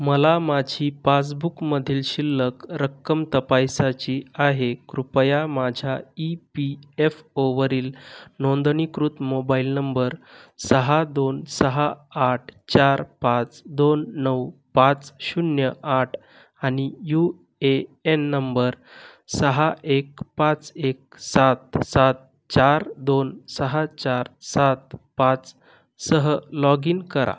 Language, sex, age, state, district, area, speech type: Marathi, male, 18-30, Maharashtra, Buldhana, rural, read